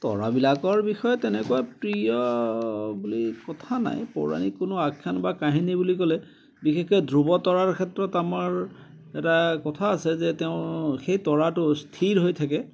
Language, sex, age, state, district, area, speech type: Assamese, male, 60+, Assam, Biswanath, rural, spontaneous